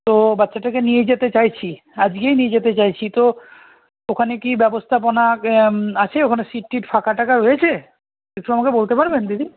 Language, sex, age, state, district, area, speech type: Bengali, male, 45-60, West Bengal, Malda, rural, conversation